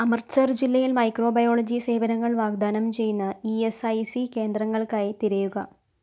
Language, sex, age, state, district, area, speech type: Malayalam, female, 18-30, Kerala, Palakkad, urban, read